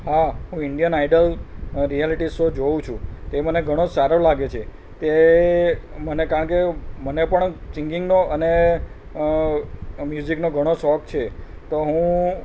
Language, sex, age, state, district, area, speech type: Gujarati, male, 45-60, Gujarat, Kheda, rural, spontaneous